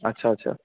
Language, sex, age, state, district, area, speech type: Dogri, male, 18-30, Jammu and Kashmir, Jammu, urban, conversation